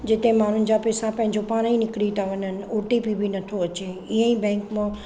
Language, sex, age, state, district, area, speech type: Sindhi, female, 45-60, Maharashtra, Mumbai Suburban, urban, spontaneous